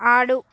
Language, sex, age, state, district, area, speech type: Telugu, female, 45-60, Andhra Pradesh, Srikakulam, rural, read